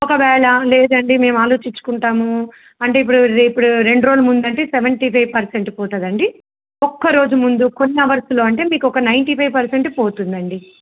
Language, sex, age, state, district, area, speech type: Telugu, female, 30-45, Telangana, Medak, rural, conversation